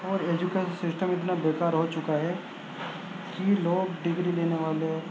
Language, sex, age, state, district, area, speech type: Urdu, male, 18-30, Uttar Pradesh, Gautam Buddha Nagar, urban, spontaneous